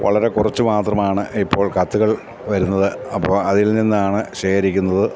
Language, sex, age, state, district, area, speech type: Malayalam, male, 45-60, Kerala, Kottayam, rural, spontaneous